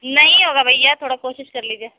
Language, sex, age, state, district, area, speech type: Urdu, female, 18-30, Delhi, South Delhi, urban, conversation